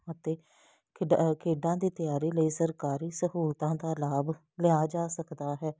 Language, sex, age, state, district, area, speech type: Punjabi, female, 30-45, Punjab, Jalandhar, urban, spontaneous